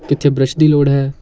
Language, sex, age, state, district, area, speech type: Punjabi, male, 18-30, Punjab, Amritsar, urban, spontaneous